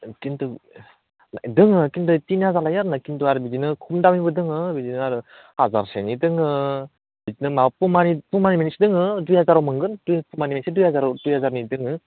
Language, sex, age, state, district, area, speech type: Bodo, male, 18-30, Assam, Udalguri, urban, conversation